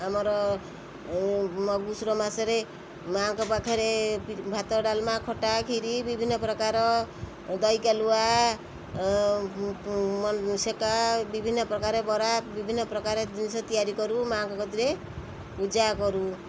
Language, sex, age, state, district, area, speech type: Odia, female, 45-60, Odisha, Kendrapara, urban, spontaneous